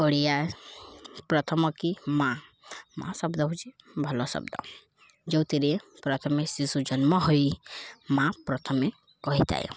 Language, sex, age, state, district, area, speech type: Odia, female, 18-30, Odisha, Balangir, urban, spontaneous